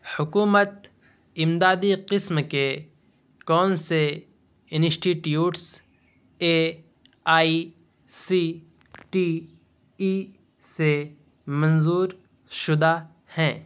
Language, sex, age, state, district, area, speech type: Urdu, male, 18-30, Bihar, Purnia, rural, read